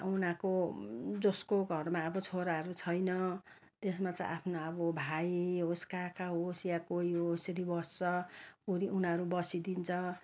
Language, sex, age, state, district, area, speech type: Nepali, female, 60+, West Bengal, Darjeeling, rural, spontaneous